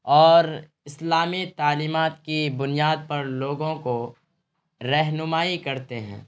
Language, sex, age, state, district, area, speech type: Urdu, male, 30-45, Bihar, Araria, rural, spontaneous